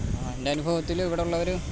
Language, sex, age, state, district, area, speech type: Malayalam, male, 30-45, Kerala, Alappuzha, rural, spontaneous